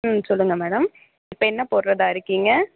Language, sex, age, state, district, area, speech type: Tamil, female, 18-30, Tamil Nadu, Perambalur, urban, conversation